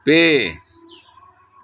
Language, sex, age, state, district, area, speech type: Santali, male, 60+, West Bengal, Birbhum, rural, read